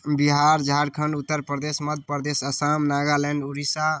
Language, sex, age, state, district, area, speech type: Maithili, male, 18-30, Bihar, Darbhanga, rural, spontaneous